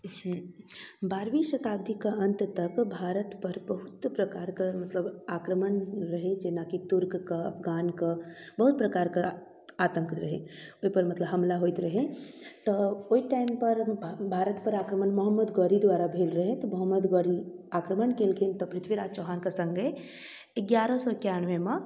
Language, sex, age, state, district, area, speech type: Maithili, female, 18-30, Bihar, Darbhanga, rural, spontaneous